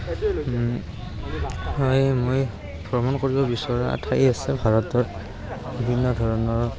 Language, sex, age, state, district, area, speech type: Assamese, male, 18-30, Assam, Barpeta, rural, spontaneous